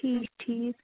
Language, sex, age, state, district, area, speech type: Kashmiri, female, 18-30, Jammu and Kashmir, Srinagar, urban, conversation